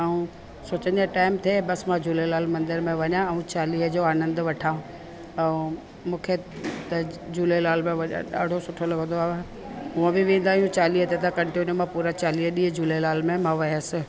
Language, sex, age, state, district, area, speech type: Sindhi, female, 45-60, Delhi, South Delhi, urban, spontaneous